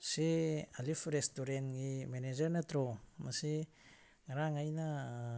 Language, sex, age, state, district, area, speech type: Manipuri, male, 45-60, Manipur, Bishnupur, rural, spontaneous